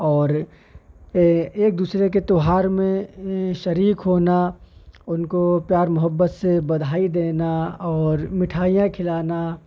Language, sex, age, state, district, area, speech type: Urdu, male, 18-30, Uttar Pradesh, Shahjahanpur, urban, spontaneous